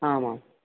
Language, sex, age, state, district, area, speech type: Sanskrit, male, 18-30, Odisha, Bargarh, rural, conversation